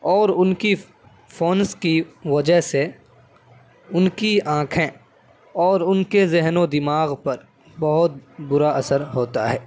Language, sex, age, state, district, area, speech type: Urdu, male, 18-30, Delhi, Central Delhi, urban, spontaneous